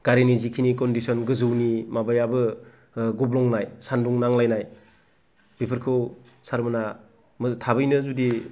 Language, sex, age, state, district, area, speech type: Bodo, male, 30-45, Assam, Baksa, rural, spontaneous